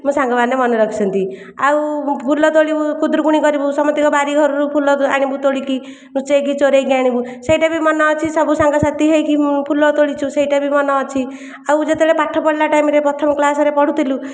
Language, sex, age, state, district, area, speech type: Odia, female, 60+, Odisha, Khordha, rural, spontaneous